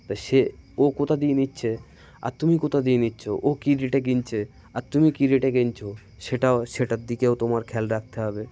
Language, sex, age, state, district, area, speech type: Bengali, male, 30-45, West Bengal, Cooch Behar, urban, spontaneous